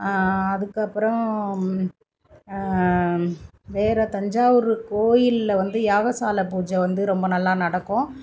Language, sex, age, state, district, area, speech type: Tamil, female, 45-60, Tamil Nadu, Thanjavur, rural, spontaneous